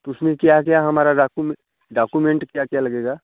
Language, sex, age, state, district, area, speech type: Hindi, male, 45-60, Uttar Pradesh, Bhadohi, urban, conversation